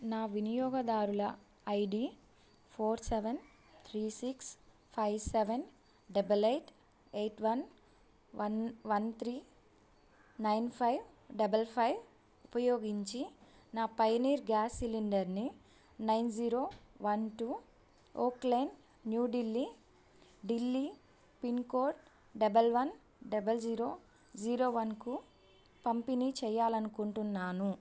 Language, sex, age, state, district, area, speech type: Telugu, female, 18-30, Andhra Pradesh, Bapatla, urban, read